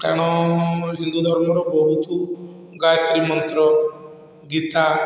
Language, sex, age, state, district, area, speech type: Odia, male, 45-60, Odisha, Balasore, rural, spontaneous